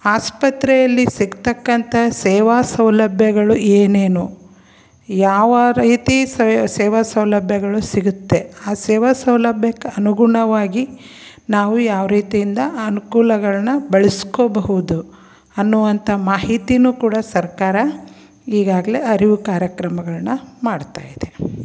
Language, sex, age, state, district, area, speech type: Kannada, female, 45-60, Karnataka, Koppal, rural, spontaneous